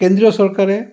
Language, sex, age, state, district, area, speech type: Assamese, male, 60+, Assam, Goalpara, urban, spontaneous